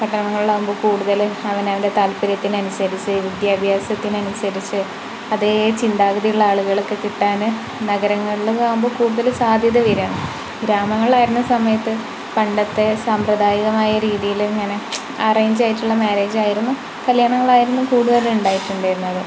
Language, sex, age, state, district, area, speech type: Malayalam, female, 18-30, Kerala, Malappuram, rural, spontaneous